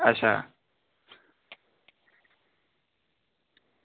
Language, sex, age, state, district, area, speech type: Dogri, male, 30-45, Jammu and Kashmir, Reasi, rural, conversation